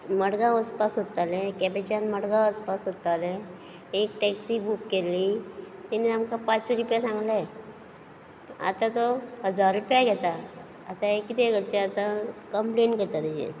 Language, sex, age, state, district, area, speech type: Goan Konkani, female, 45-60, Goa, Quepem, rural, spontaneous